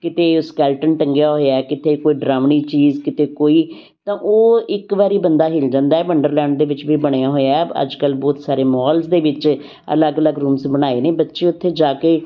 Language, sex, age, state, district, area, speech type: Punjabi, female, 60+, Punjab, Amritsar, urban, spontaneous